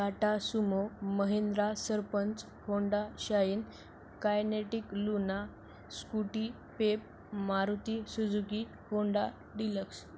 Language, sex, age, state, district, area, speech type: Marathi, male, 18-30, Maharashtra, Nanded, rural, spontaneous